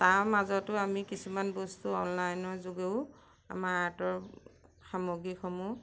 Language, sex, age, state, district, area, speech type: Assamese, female, 45-60, Assam, Majuli, rural, spontaneous